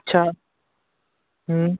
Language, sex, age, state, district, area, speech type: Sindhi, male, 18-30, Delhi, South Delhi, urban, conversation